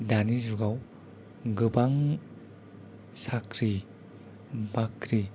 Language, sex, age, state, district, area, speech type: Bodo, male, 30-45, Assam, Kokrajhar, rural, spontaneous